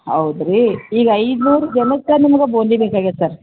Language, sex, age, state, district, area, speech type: Kannada, female, 45-60, Karnataka, Gulbarga, urban, conversation